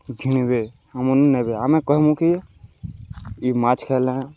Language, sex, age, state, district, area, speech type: Odia, male, 18-30, Odisha, Balangir, urban, spontaneous